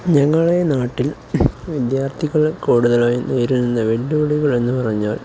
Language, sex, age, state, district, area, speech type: Malayalam, male, 18-30, Kerala, Kozhikode, rural, spontaneous